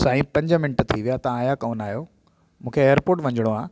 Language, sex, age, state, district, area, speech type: Sindhi, male, 30-45, Delhi, South Delhi, urban, spontaneous